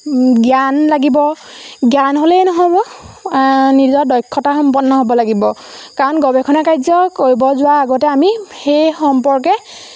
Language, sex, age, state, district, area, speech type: Assamese, female, 18-30, Assam, Lakhimpur, rural, spontaneous